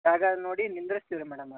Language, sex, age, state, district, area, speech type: Kannada, male, 18-30, Karnataka, Bagalkot, rural, conversation